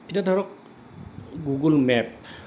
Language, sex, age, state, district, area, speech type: Assamese, male, 45-60, Assam, Goalpara, urban, spontaneous